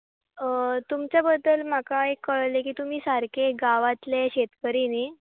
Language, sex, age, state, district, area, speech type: Goan Konkani, female, 18-30, Goa, Bardez, urban, conversation